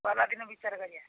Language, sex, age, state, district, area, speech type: Odia, female, 60+, Odisha, Ganjam, urban, conversation